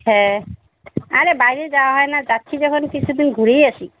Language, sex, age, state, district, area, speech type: Bengali, female, 45-60, West Bengal, Alipurduar, rural, conversation